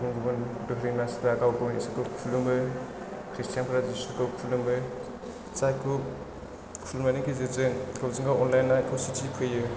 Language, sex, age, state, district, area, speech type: Bodo, male, 30-45, Assam, Chirang, rural, spontaneous